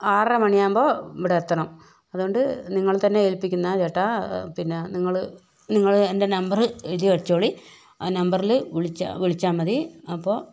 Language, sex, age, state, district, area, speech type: Malayalam, female, 60+, Kerala, Kozhikode, urban, spontaneous